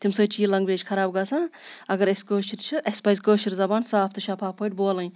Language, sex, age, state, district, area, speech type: Kashmiri, female, 30-45, Jammu and Kashmir, Kupwara, urban, spontaneous